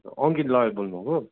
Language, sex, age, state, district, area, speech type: Nepali, male, 18-30, West Bengal, Darjeeling, rural, conversation